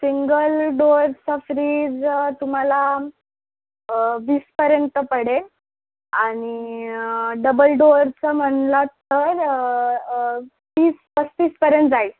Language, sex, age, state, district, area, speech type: Marathi, female, 18-30, Maharashtra, Nanded, rural, conversation